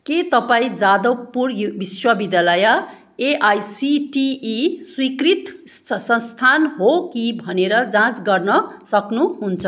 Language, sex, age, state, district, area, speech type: Nepali, female, 45-60, West Bengal, Darjeeling, rural, read